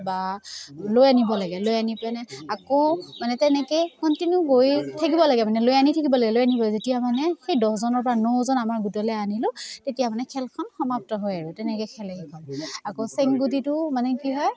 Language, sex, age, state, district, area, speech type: Assamese, female, 18-30, Assam, Udalguri, rural, spontaneous